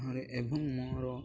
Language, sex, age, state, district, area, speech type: Odia, male, 18-30, Odisha, Nabarangpur, urban, spontaneous